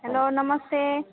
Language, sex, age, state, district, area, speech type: Nepali, female, 30-45, West Bengal, Jalpaiguri, urban, conversation